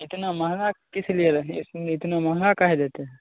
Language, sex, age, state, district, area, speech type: Hindi, male, 18-30, Bihar, Begusarai, rural, conversation